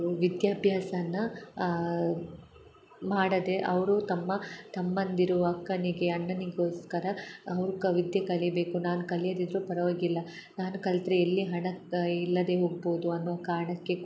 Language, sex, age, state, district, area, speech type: Kannada, female, 18-30, Karnataka, Hassan, urban, spontaneous